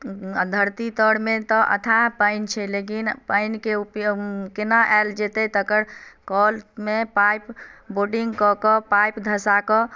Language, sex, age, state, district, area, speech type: Maithili, female, 30-45, Bihar, Madhubani, rural, spontaneous